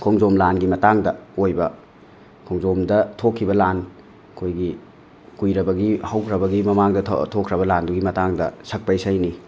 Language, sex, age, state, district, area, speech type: Manipuri, male, 45-60, Manipur, Imphal West, rural, spontaneous